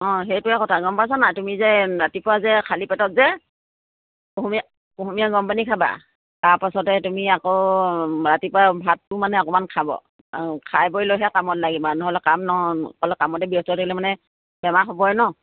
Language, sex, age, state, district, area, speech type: Assamese, female, 60+, Assam, Dibrugarh, rural, conversation